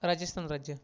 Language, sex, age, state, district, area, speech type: Marathi, male, 30-45, Maharashtra, Akola, urban, spontaneous